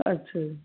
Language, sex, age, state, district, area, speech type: Punjabi, female, 60+, Punjab, Gurdaspur, rural, conversation